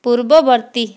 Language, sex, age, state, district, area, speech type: Odia, female, 45-60, Odisha, Kandhamal, rural, read